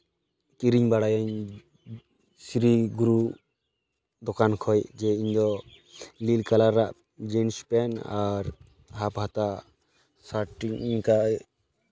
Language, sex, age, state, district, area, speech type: Santali, male, 18-30, West Bengal, Malda, rural, spontaneous